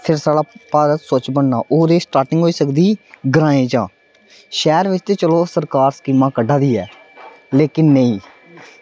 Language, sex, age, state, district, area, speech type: Dogri, male, 18-30, Jammu and Kashmir, Samba, rural, spontaneous